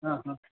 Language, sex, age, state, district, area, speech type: Kannada, male, 45-60, Karnataka, Ramanagara, urban, conversation